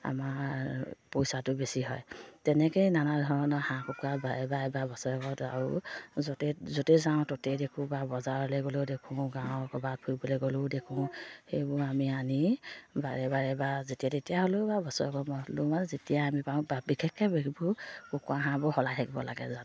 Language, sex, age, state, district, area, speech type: Assamese, female, 30-45, Assam, Sivasagar, rural, spontaneous